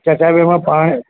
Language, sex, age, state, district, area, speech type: Gujarati, male, 45-60, Gujarat, Ahmedabad, urban, conversation